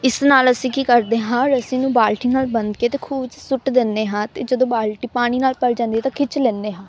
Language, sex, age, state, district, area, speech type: Punjabi, female, 18-30, Punjab, Amritsar, urban, spontaneous